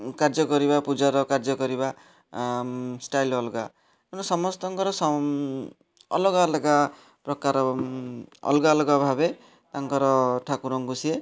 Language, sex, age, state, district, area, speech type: Odia, male, 30-45, Odisha, Puri, urban, spontaneous